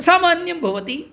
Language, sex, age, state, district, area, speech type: Sanskrit, male, 60+, Tamil Nadu, Mayiladuthurai, urban, spontaneous